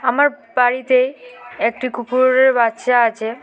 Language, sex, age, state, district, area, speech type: Bengali, female, 18-30, West Bengal, Hooghly, urban, spontaneous